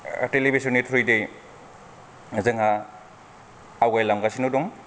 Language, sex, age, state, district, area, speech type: Bodo, male, 30-45, Assam, Kokrajhar, rural, spontaneous